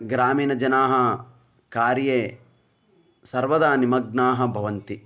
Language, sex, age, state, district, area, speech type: Sanskrit, male, 30-45, Telangana, Narayanpet, urban, spontaneous